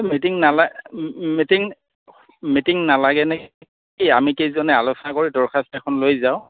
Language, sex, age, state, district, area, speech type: Assamese, male, 45-60, Assam, Goalpara, rural, conversation